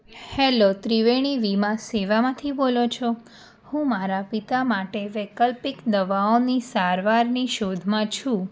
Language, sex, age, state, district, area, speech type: Gujarati, female, 18-30, Gujarat, Anand, urban, spontaneous